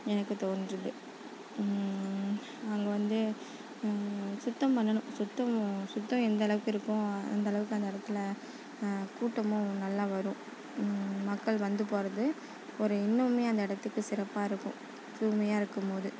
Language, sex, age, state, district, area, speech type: Tamil, female, 30-45, Tamil Nadu, Nagapattinam, rural, spontaneous